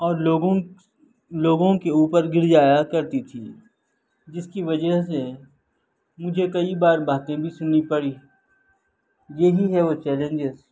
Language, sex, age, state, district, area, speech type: Urdu, male, 45-60, Telangana, Hyderabad, urban, spontaneous